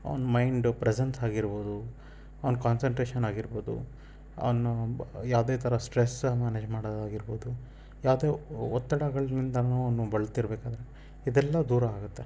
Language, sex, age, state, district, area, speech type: Kannada, male, 30-45, Karnataka, Chitradurga, rural, spontaneous